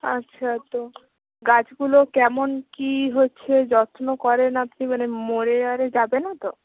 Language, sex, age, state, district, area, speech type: Bengali, female, 18-30, West Bengal, Bankura, rural, conversation